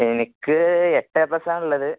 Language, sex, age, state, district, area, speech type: Malayalam, male, 30-45, Kerala, Malappuram, rural, conversation